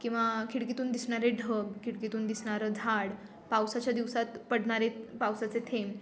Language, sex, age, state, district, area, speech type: Marathi, female, 18-30, Maharashtra, Pune, urban, spontaneous